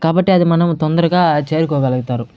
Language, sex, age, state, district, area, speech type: Telugu, male, 45-60, Andhra Pradesh, Chittoor, urban, spontaneous